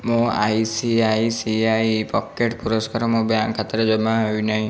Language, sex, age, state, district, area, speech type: Odia, male, 18-30, Odisha, Bhadrak, rural, read